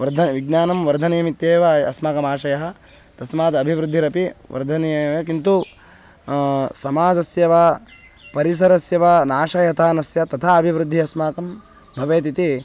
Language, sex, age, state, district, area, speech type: Sanskrit, male, 18-30, Karnataka, Bangalore Rural, urban, spontaneous